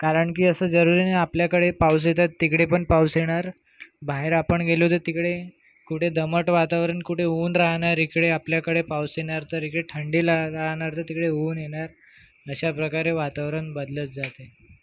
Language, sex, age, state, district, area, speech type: Marathi, male, 18-30, Maharashtra, Nagpur, urban, spontaneous